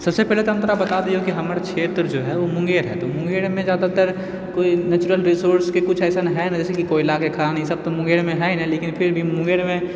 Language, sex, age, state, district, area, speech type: Maithili, male, 30-45, Bihar, Purnia, rural, spontaneous